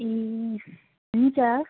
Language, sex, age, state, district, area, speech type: Nepali, female, 18-30, West Bengal, Kalimpong, rural, conversation